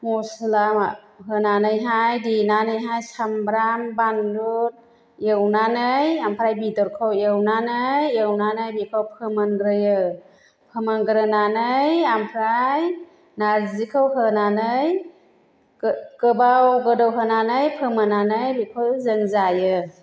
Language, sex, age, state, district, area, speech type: Bodo, female, 60+, Assam, Chirang, rural, spontaneous